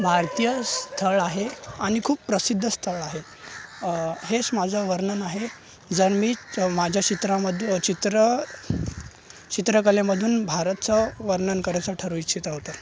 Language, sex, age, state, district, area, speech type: Marathi, male, 18-30, Maharashtra, Thane, urban, spontaneous